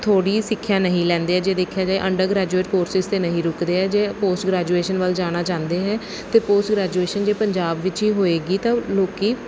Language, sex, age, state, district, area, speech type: Punjabi, female, 30-45, Punjab, Bathinda, urban, spontaneous